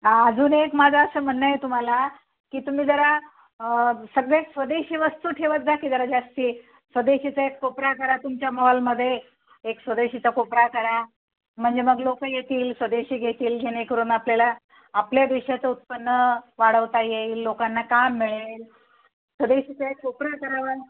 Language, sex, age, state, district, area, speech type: Marathi, female, 45-60, Maharashtra, Nanded, rural, conversation